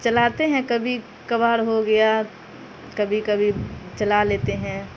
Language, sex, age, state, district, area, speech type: Urdu, female, 45-60, Bihar, Khagaria, rural, spontaneous